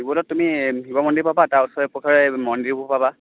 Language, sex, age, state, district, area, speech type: Assamese, male, 18-30, Assam, Sivasagar, rural, conversation